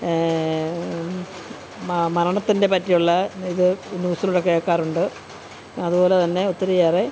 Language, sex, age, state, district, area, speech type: Malayalam, female, 45-60, Kerala, Kollam, rural, spontaneous